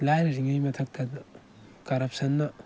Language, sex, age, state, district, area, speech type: Manipuri, male, 18-30, Manipur, Tengnoupal, rural, spontaneous